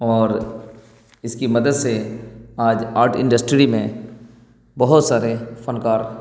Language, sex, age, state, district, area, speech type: Urdu, male, 30-45, Bihar, Darbhanga, rural, spontaneous